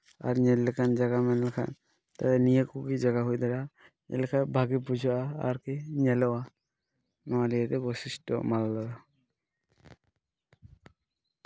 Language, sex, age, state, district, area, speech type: Santali, male, 18-30, West Bengal, Malda, rural, spontaneous